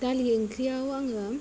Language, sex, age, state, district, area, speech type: Bodo, female, 18-30, Assam, Kokrajhar, rural, spontaneous